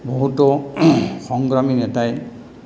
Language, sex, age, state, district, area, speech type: Assamese, male, 60+, Assam, Goalpara, rural, spontaneous